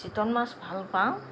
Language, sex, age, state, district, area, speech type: Assamese, female, 45-60, Assam, Kamrup Metropolitan, urban, spontaneous